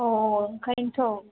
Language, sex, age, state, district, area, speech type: Bodo, female, 18-30, Assam, Kokrajhar, rural, conversation